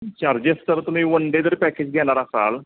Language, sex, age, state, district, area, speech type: Marathi, male, 30-45, Maharashtra, Sangli, urban, conversation